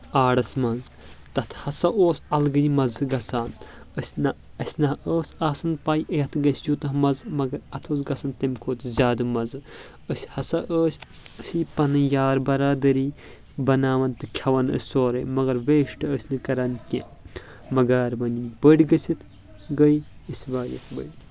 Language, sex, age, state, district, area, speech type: Kashmiri, male, 18-30, Jammu and Kashmir, Shopian, rural, spontaneous